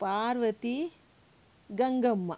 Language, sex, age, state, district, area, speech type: Kannada, female, 60+, Karnataka, Shimoga, rural, spontaneous